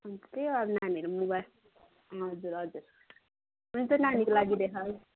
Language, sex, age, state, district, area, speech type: Nepali, female, 45-60, West Bengal, Darjeeling, rural, conversation